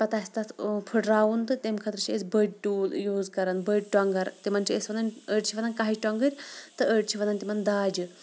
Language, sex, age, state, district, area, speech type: Kashmiri, female, 45-60, Jammu and Kashmir, Shopian, urban, spontaneous